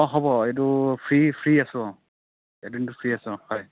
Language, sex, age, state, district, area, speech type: Assamese, male, 30-45, Assam, Dibrugarh, rural, conversation